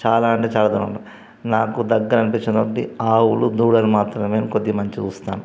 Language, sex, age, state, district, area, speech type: Telugu, male, 30-45, Telangana, Karimnagar, rural, spontaneous